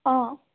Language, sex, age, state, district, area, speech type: Assamese, female, 18-30, Assam, Sivasagar, rural, conversation